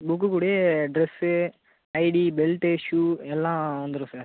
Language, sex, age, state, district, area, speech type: Tamil, male, 18-30, Tamil Nadu, Cuddalore, rural, conversation